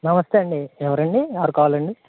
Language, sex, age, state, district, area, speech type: Telugu, male, 30-45, Andhra Pradesh, Eluru, rural, conversation